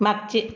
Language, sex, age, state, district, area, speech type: Marathi, female, 60+, Maharashtra, Akola, rural, read